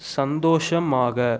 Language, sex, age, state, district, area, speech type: Tamil, male, 18-30, Tamil Nadu, Pudukkottai, rural, read